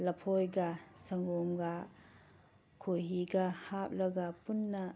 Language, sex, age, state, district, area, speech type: Manipuri, female, 45-60, Manipur, Tengnoupal, rural, spontaneous